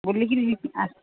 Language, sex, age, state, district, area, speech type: Odia, female, 60+, Odisha, Gajapati, rural, conversation